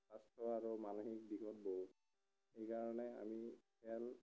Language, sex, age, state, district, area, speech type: Assamese, male, 30-45, Assam, Morigaon, rural, spontaneous